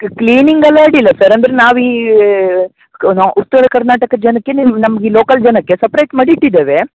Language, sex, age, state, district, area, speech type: Kannada, male, 18-30, Karnataka, Uttara Kannada, rural, conversation